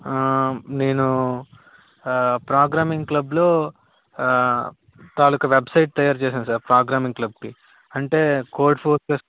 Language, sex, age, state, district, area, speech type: Telugu, male, 18-30, Andhra Pradesh, Vizianagaram, rural, conversation